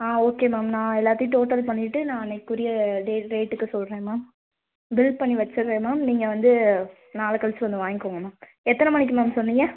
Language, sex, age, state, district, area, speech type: Tamil, female, 18-30, Tamil Nadu, Madurai, urban, conversation